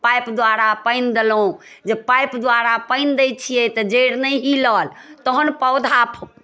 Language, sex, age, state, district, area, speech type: Maithili, female, 60+, Bihar, Darbhanga, rural, spontaneous